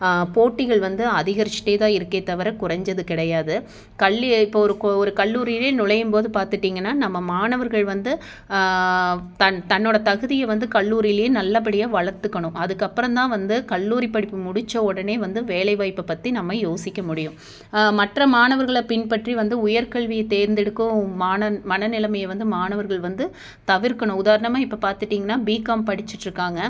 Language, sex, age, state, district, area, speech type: Tamil, female, 30-45, Tamil Nadu, Tiruppur, urban, spontaneous